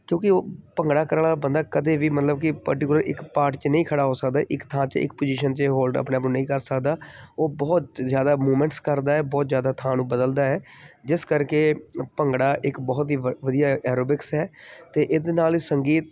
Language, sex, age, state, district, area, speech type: Punjabi, male, 30-45, Punjab, Kapurthala, urban, spontaneous